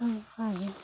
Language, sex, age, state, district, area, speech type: Santali, female, 18-30, West Bengal, Bankura, rural, spontaneous